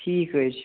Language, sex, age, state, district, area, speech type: Kashmiri, male, 18-30, Jammu and Kashmir, Baramulla, rural, conversation